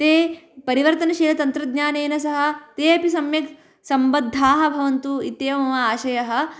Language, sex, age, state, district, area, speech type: Sanskrit, female, 18-30, Karnataka, Bagalkot, urban, spontaneous